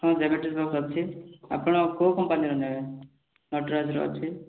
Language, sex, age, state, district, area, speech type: Odia, male, 18-30, Odisha, Mayurbhanj, rural, conversation